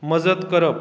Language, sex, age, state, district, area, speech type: Goan Konkani, male, 45-60, Goa, Bardez, rural, read